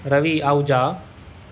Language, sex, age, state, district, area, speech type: Sindhi, male, 30-45, Maharashtra, Thane, urban, spontaneous